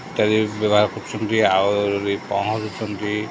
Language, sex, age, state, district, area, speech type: Odia, male, 60+, Odisha, Sundergarh, urban, spontaneous